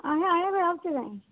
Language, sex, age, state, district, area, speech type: Dogri, female, 60+, Jammu and Kashmir, Kathua, rural, conversation